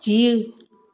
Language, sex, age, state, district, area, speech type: Sindhi, female, 30-45, Gujarat, Junagadh, rural, read